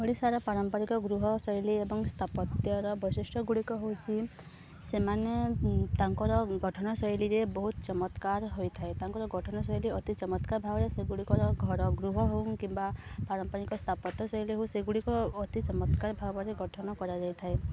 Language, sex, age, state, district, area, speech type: Odia, female, 18-30, Odisha, Subarnapur, urban, spontaneous